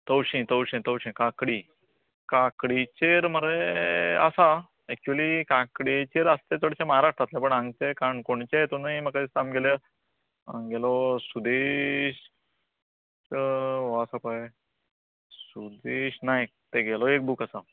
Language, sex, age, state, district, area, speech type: Goan Konkani, male, 45-60, Goa, Canacona, rural, conversation